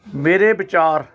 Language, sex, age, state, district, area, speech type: Punjabi, male, 60+, Punjab, Hoshiarpur, urban, spontaneous